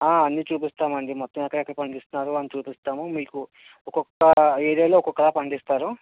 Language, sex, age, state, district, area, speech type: Telugu, male, 60+, Andhra Pradesh, Vizianagaram, rural, conversation